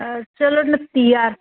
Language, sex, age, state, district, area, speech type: Dogri, female, 18-30, Jammu and Kashmir, Reasi, rural, conversation